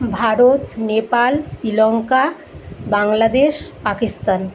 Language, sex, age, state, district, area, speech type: Bengali, female, 45-60, West Bengal, Kolkata, urban, spontaneous